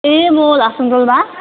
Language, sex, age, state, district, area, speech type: Nepali, female, 18-30, West Bengal, Darjeeling, rural, conversation